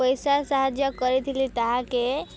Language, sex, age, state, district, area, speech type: Odia, female, 18-30, Odisha, Nuapada, rural, spontaneous